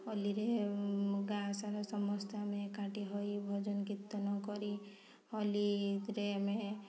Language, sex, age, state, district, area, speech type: Odia, female, 30-45, Odisha, Mayurbhanj, rural, spontaneous